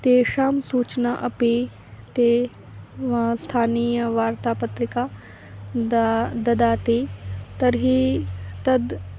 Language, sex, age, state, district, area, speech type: Sanskrit, female, 18-30, Madhya Pradesh, Ujjain, urban, spontaneous